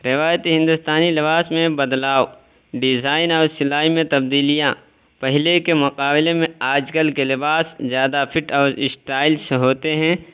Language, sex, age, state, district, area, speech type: Urdu, male, 18-30, Uttar Pradesh, Balrampur, rural, spontaneous